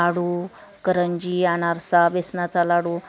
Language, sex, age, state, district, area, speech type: Marathi, female, 30-45, Maharashtra, Osmanabad, rural, spontaneous